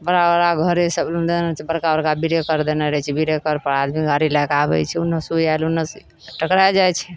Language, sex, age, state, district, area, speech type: Maithili, female, 45-60, Bihar, Madhepura, rural, spontaneous